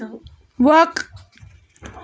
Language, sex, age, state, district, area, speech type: Kashmiri, female, 18-30, Jammu and Kashmir, Budgam, rural, read